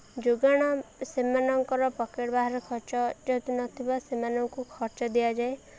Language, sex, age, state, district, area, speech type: Odia, female, 18-30, Odisha, Koraput, urban, spontaneous